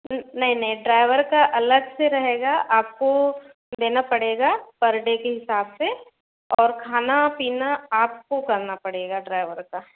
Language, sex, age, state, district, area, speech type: Hindi, female, 30-45, Madhya Pradesh, Bhopal, rural, conversation